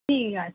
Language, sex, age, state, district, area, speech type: Bengali, female, 45-60, West Bengal, Hooghly, rural, conversation